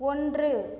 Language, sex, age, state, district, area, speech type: Tamil, female, 30-45, Tamil Nadu, Cuddalore, rural, read